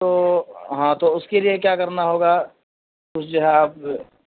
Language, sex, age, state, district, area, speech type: Urdu, male, 18-30, Uttar Pradesh, Saharanpur, urban, conversation